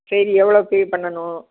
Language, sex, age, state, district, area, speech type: Tamil, female, 60+, Tamil Nadu, Thanjavur, urban, conversation